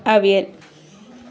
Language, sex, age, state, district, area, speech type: Malayalam, female, 30-45, Kerala, Kozhikode, rural, spontaneous